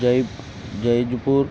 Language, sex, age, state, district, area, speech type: Telugu, male, 30-45, Andhra Pradesh, Bapatla, rural, spontaneous